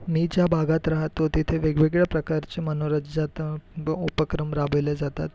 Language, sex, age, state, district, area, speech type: Marathi, male, 18-30, Maharashtra, Nagpur, urban, spontaneous